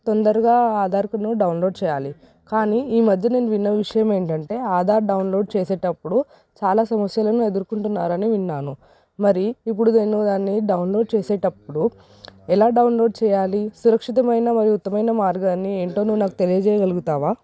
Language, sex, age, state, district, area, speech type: Telugu, female, 18-30, Telangana, Hyderabad, urban, spontaneous